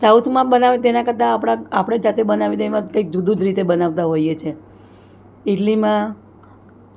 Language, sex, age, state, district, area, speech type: Gujarati, female, 60+, Gujarat, Surat, urban, spontaneous